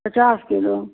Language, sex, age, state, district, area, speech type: Hindi, female, 60+, Uttar Pradesh, Mau, rural, conversation